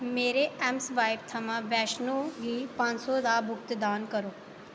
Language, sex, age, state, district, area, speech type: Dogri, female, 18-30, Jammu and Kashmir, Reasi, rural, read